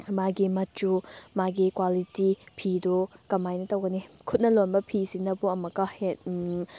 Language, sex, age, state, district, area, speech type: Manipuri, female, 18-30, Manipur, Thoubal, rural, spontaneous